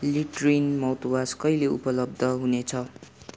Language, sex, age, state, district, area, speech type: Nepali, male, 18-30, West Bengal, Darjeeling, rural, read